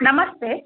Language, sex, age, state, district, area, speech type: Kannada, female, 18-30, Karnataka, Chitradurga, urban, conversation